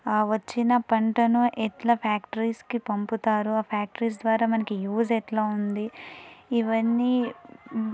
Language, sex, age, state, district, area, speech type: Telugu, female, 18-30, Andhra Pradesh, Anantapur, urban, spontaneous